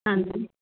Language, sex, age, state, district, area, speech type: Punjabi, female, 18-30, Punjab, Muktsar, urban, conversation